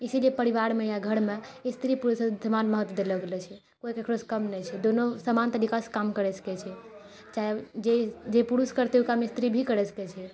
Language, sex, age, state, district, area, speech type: Maithili, female, 18-30, Bihar, Purnia, rural, spontaneous